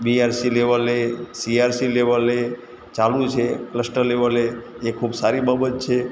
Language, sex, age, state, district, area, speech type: Gujarati, male, 60+, Gujarat, Morbi, urban, spontaneous